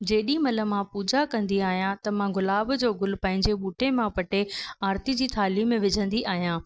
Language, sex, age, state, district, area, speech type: Sindhi, female, 30-45, Rajasthan, Ajmer, urban, spontaneous